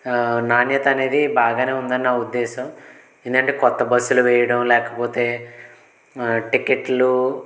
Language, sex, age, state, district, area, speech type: Telugu, male, 18-30, Andhra Pradesh, Konaseema, rural, spontaneous